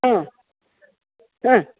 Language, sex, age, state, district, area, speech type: Malayalam, female, 60+, Kerala, Idukki, rural, conversation